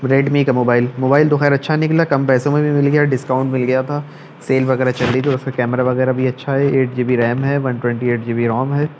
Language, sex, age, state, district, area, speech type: Urdu, male, 18-30, Uttar Pradesh, Shahjahanpur, urban, spontaneous